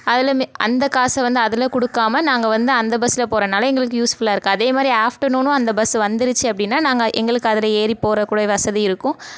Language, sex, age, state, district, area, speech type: Tamil, female, 18-30, Tamil Nadu, Thoothukudi, rural, spontaneous